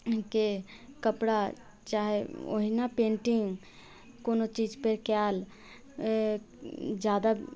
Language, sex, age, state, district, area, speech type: Maithili, female, 30-45, Bihar, Sitamarhi, urban, spontaneous